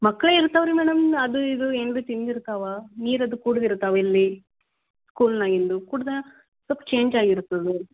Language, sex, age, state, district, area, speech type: Kannada, female, 30-45, Karnataka, Gulbarga, urban, conversation